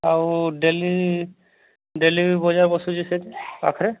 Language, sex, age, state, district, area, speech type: Odia, male, 30-45, Odisha, Subarnapur, urban, conversation